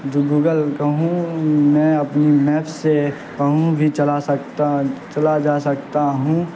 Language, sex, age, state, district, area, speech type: Urdu, male, 18-30, Bihar, Saharsa, rural, spontaneous